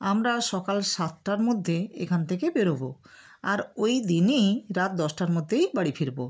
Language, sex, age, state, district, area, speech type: Bengali, female, 60+, West Bengal, Nadia, rural, spontaneous